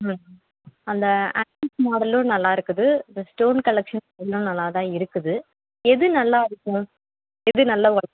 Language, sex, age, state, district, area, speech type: Tamil, female, 18-30, Tamil Nadu, Tiruvallur, urban, conversation